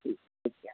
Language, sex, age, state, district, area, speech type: Urdu, male, 18-30, Telangana, Hyderabad, urban, conversation